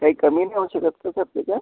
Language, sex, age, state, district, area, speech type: Marathi, male, 30-45, Maharashtra, Washim, urban, conversation